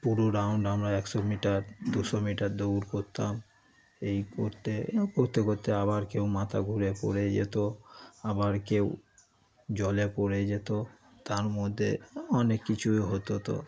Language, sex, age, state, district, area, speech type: Bengali, male, 30-45, West Bengal, Darjeeling, rural, spontaneous